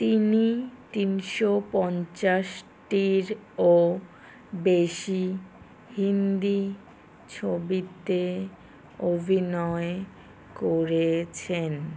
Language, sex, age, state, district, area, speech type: Bengali, female, 30-45, West Bengal, Kolkata, urban, read